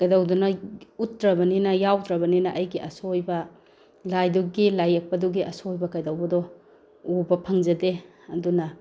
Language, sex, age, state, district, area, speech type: Manipuri, female, 45-60, Manipur, Bishnupur, rural, spontaneous